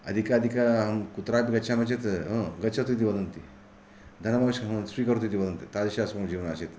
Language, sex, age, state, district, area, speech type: Sanskrit, male, 60+, Karnataka, Vijayapura, urban, spontaneous